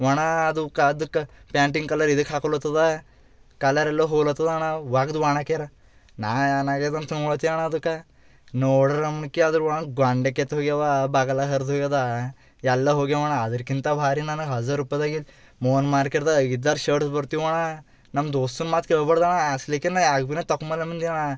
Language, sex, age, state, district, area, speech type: Kannada, male, 18-30, Karnataka, Bidar, urban, spontaneous